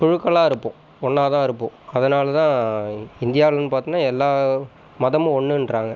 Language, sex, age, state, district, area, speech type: Tamil, male, 30-45, Tamil Nadu, Viluppuram, rural, spontaneous